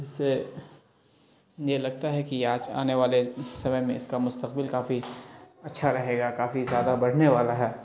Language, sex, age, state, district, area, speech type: Urdu, male, 18-30, Bihar, Darbhanga, urban, spontaneous